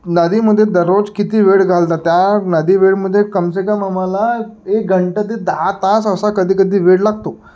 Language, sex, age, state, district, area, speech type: Marathi, male, 18-30, Maharashtra, Nagpur, urban, spontaneous